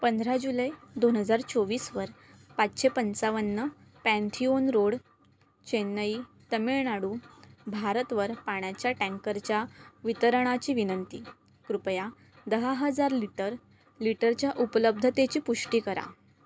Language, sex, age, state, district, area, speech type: Marathi, female, 18-30, Maharashtra, Palghar, rural, read